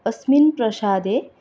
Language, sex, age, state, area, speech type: Sanskrit, female, 18-30, Tripura, rural, spontaneous